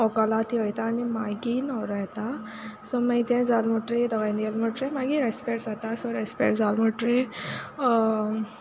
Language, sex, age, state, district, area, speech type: Goan Konkani, female, 18-30, Goa, Quepem, rural, spontaneous